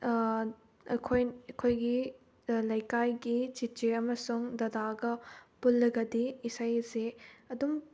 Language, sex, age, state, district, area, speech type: Manipuri, female, 18-30, Manipur, Bishnupur, rural, spontaneous